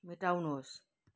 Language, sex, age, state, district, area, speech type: Nepali, female, 60+, West Bengal, Kalimpong, rural, read